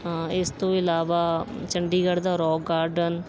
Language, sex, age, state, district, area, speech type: Punjabi, female, 18-30, Punjab, Bathinda, rural, spontaneous